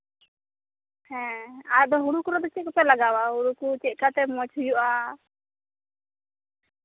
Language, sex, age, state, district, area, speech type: Santali, female, 30-45, West Bengal, Birbhum, rural, conversation